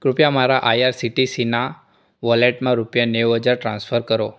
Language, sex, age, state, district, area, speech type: Gujarati, male, 18-30, Gujarat, Surat, rural, read